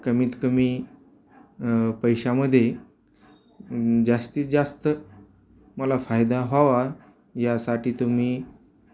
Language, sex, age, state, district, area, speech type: Marathi, male, 45-60, Maharashtra, Osmanabad, rural, spontaneous